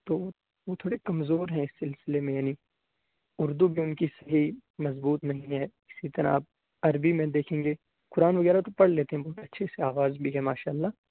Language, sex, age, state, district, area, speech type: Urdu, male, 18-30, Bihar, Purnia, rural, conversation